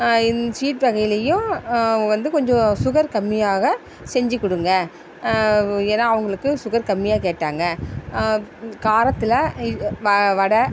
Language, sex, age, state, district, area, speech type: Tamil, female, 45-60, Tamil Nadu, Dharmapuri, rural, spontaneous